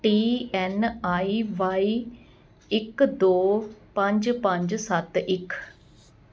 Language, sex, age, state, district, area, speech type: Punjabi, female, 45-60, Punjab, Ludhiana, urban, read